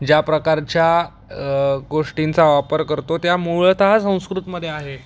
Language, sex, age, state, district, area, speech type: Marathi, male, 18-30, Maharashtra, Mumbai Suburban, urban, spontaneous